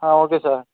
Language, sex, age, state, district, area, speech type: Tamil, male, 18-30, Tamil Nadu, Nagapattinam, rural, conversation